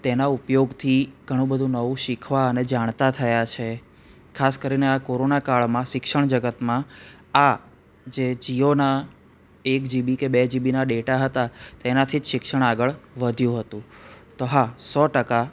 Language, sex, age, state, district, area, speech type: Gujarati, male, 30-45, Gujarat, Anand, urban, spontaneous